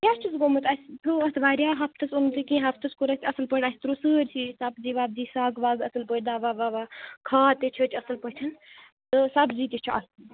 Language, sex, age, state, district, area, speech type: Kashmiri, female, 18-30, Jammu and Kashmir, Kupwara, rural, conversation